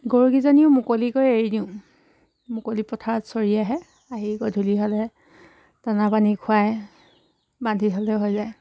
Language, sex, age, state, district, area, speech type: Assamese, female, 30-45, Assam, Charaideo, rural, spontaneous